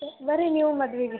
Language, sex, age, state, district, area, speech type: Kannada, female, 18-30, Karnataka, Gadag, urban, conversation